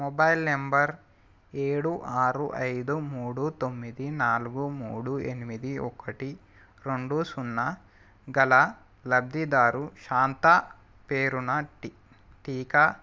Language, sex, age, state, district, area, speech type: Telugu, male, 18-30, Telangana, Sangareddy, urban, read